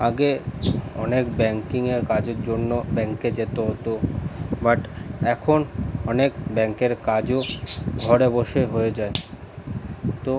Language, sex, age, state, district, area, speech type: Bengali, male, 45-60, West Bengal, Paschim Bardhaman, urban, spontaneous